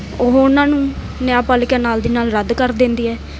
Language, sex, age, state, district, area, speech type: Punjabi, female, 18-30, Punjab, Mansa, urban, spontaneous